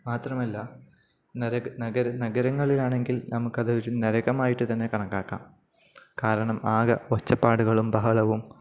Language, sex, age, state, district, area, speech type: Malayalam, male, 18-30, Kerala, Kozhikode, rural, spontaneous